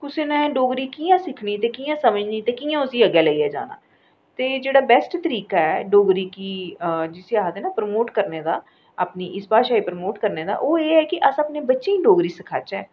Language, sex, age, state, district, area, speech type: Dogri, female, 45-60, Jammu and Kashmir, Reasi, urban, spontaneous